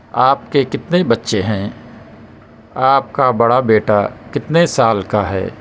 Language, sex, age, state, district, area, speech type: Urdu, male, 30-45, Uttar Pradesh, Balrampur, rural, spontaneous